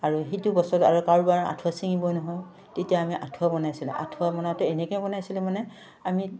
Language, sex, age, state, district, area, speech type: Assamese, female, 60+, Assam, Udalguri, rural, spontaneous